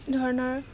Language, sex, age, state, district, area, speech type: Assamese, female, 18-30, Assam, Dhemaji, rural, spontaneous